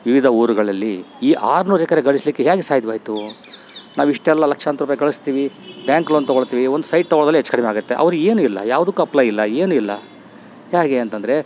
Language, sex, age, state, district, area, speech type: Kannada, male, 60+, Karnataka, Bellary, rural, spontaneous